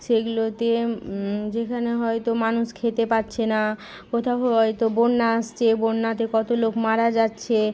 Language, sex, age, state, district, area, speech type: Bengali, female, 18-30, West Bengal, Murshidabad, rural, spontaneous